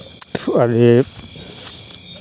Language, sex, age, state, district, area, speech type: Dogri, male, 30-45, Jammu and Kashmir, Reasi, rural, spontaneous